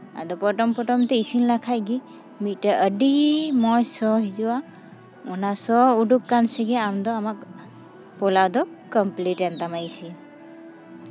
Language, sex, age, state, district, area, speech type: Santali, female, 18-30, West Bengal, Paschim Bardhaman, rural, spontaneous